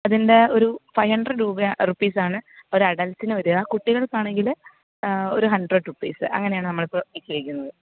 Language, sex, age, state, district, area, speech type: Malayalam, female, 30-45, Kerala, Alappuzha, rural, conversation